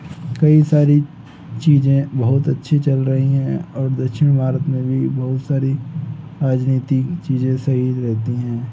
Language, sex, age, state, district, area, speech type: Hindi, male, 18-30, Madhya Pradesh, Bhopal, urban, spontaneous